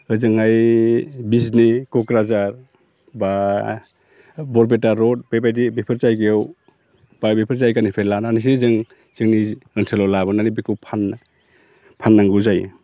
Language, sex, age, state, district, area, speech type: Bodo, male, 45-60, Assam, Baksa, rural, spontaneous